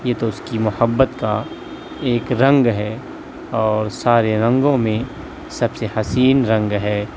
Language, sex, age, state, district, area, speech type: Urdu, male, 18-30, Delhi, South Delhi, urban, spontaneous